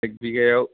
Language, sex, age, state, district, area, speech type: Bodo, male, 60+, Assam, Chirang, urban, conversation